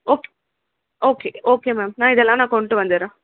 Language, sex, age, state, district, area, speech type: Tamil, female, 18-30, Tamil Nadu, Chengalpattu, urban, conversation